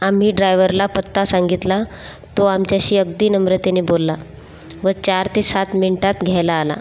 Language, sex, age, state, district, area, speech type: Marathi, female, 18-30, Maharashtra, Buldhana, rural, spontaneous